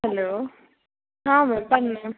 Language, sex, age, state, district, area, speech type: Kannada, female, 18-30, Karnataka, Udupi, rural, conversation